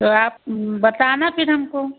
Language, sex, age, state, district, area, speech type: Hindi, female, 60+, Uttar Pradesh, Ayodhya, rural, conversation